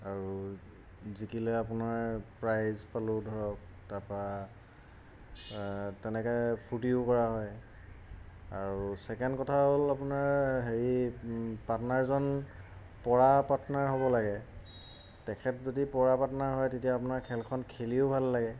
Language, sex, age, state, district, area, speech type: Assamese, male, 30-45, Assam, Golaghat, urban, spontaneous